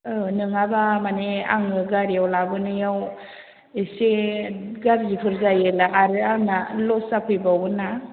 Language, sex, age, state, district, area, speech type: Bodo, female, 18-30, Assam, Chirang, urban, conversation